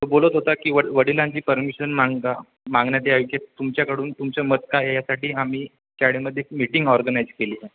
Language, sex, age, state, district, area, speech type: Marathi, male, 18-30, Maharashtra, Ratnagiri, rural, conversation